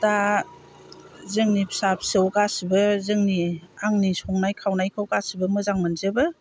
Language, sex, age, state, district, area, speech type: Bodo, female, 60+, Assam, Chirang, rural, spontaneous